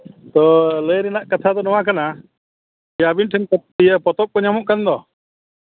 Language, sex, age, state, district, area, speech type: Santali, male, 45-60, Jharkhand, East Singhbhum, rural, conversation